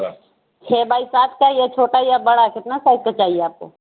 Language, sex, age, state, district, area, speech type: Urdu, female, 45-60, Bihar, Gaya, urban, conversation